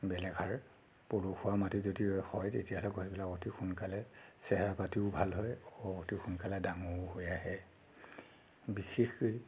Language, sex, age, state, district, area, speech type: Assamese, male, 30-45, Assam, Nagaon, rural, spontaneous